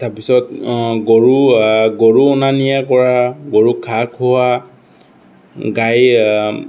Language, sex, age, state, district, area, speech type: Assamese, male, 60+, Assam, Morigaon, rural, spontaneous